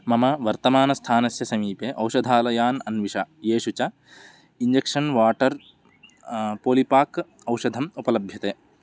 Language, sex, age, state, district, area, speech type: Sanskrit, male, 18-30, Andhra Pradesh, West Godavari, rural, read